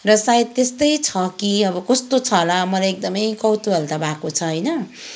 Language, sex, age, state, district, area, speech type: Nepali, female, 30-45, West Bengal, Kalimpong, rural, spontaneous